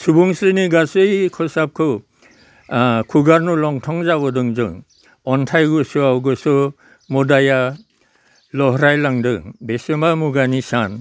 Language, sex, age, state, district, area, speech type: Bodo, male, 60+, Assam, Udalguri, rural, spontaneous